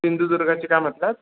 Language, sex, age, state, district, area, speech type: Marathi, male, 18-30, Maharashtra, Sindhudurg, rural, conversation